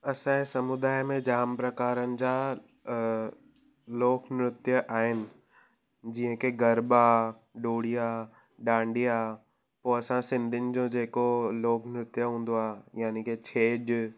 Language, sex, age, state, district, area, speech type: Sindhi, male, 18-30, Gujarat, Surat, urban, spontaneous